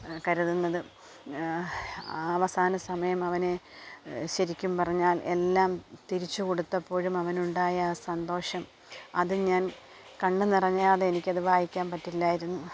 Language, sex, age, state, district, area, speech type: Malayalam, female, 45-60, Kerala, Alappuzha, rural, spontaneous